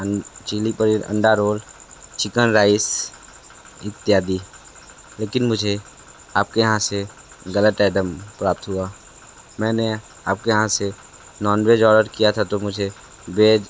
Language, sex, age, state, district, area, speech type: Hindi, male, 18-30, Uttar Pradesh, Sonbhadra, rural, spontaneous